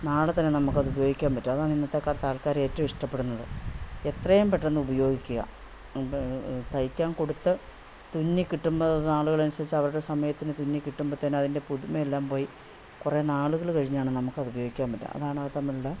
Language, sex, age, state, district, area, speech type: Malayalam, female, 45-60, Kerala, Idukki, rural, spontaneous